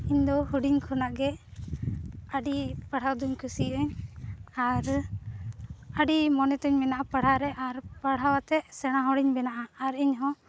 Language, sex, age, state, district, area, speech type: Santali, female, 18-30, Jharkhand, Seraikela Kharsawan, rural, spontaneous